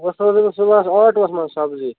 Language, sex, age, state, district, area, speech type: Kashmiri, male, 18-30, Jammu and Kashmir, Budgam, rural, conversation